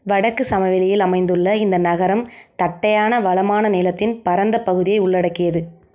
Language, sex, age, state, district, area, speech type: Tamil, female, 30-45, Tamil Nadu, Ariyalur, rural, read